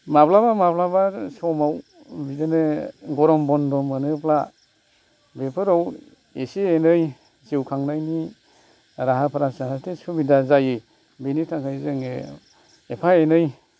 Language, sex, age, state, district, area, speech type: Bodo, male, 45-60, Assam, Kokrajhar, urban, spontaneous